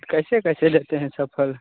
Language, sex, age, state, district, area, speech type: Hindi, male, 18-30, Bihar, Begusarai, rural, conversation